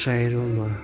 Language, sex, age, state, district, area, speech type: Gujarati, male, 45-60, Gujarat, Junagadh, rural, spontaneous